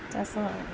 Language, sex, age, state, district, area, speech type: Odia, female, 30-45, Odisha, Jagatsinghpur, rural, spontaneous